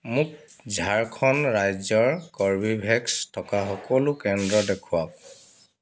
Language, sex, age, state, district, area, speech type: Assamese, male, 45-60, Assam, Dibrugarh, rural, read